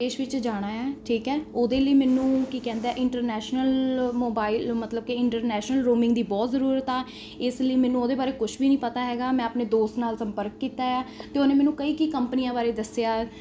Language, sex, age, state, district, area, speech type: Punjabi, female, 18-30, Punjab, Ludhiana, urban, spontaneous